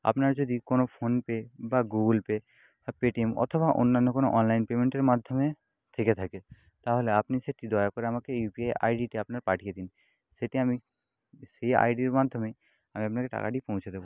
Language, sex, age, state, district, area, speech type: Bengali, male, 18-30, West Bengal, Jhargram, rural, spontaneous